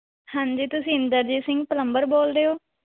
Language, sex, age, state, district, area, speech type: Punjabi, female, 18-30, Punjab, Mohali, urban, conversation